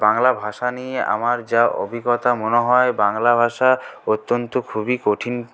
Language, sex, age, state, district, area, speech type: Bengali, male, 18-30, West Bengal, Paschim Bardhaman, rural, spontaneous